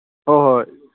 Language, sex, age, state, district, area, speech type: Manipuri, male, 18-30, Manipur, Kangpokpi, urban, conversation